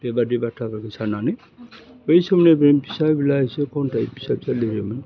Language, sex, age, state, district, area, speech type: Bodo, male, 60+, Assam, Udalguri, urban, spontaneous